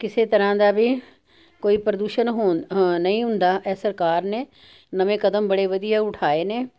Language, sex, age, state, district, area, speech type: Punjabi, female, 60+, Punjab, Jalandhar, urban, spontaneous